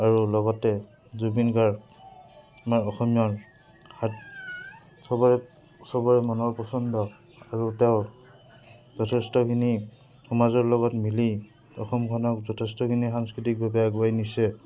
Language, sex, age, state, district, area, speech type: Assamese, male, 30-45, Assam, Udalguri, rural, spontaneous